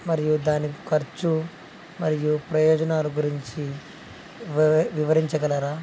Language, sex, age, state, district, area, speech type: Telugu, male, 18-30, Andhra Pradesh, Nandyal, urban, spontaneous